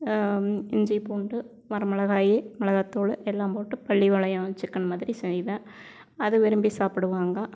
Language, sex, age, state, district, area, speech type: Tamil, female, 45-60, Tamil Nadu, Erode, rural, spontaneous